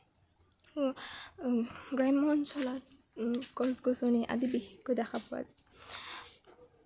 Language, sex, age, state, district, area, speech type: Assamese, female, 18-30, Assam, Kamrup Metropolitan, urban, spontaneous